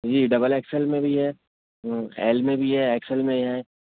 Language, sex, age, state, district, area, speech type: Urdu, male, 18-30, Uttar Pradesh, Rampur, urban, conversation